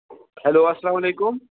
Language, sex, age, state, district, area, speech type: Kashmiri, male, 18-30, Jammu and Kashmir, Ganderbal, rural, conversation